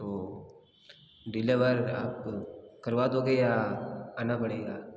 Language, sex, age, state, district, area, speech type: Hindi, male, 60+, Rajasthan, Jodhpur, urban, spontaneous